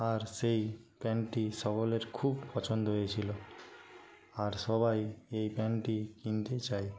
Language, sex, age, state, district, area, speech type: Bengali, male, 45-60, West Bengal, Nadia, rural, spontaneous